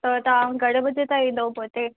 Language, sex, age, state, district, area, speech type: Sindhi, female, 18-30, Maharashtra, Thane, urban, conversation